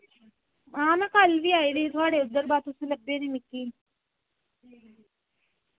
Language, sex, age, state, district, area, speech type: Dogri, female, 60+, Jammu and Kashmir, Reasi, rural, conversation